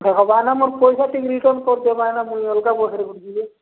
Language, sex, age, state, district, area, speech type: Odia, male, 45-60, Odisha, Nabarangpur, rural, conversation